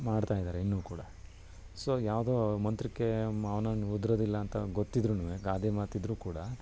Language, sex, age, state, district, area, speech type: Kannada, male, 30-45, Karnataka, Mysore, urban, spontaneous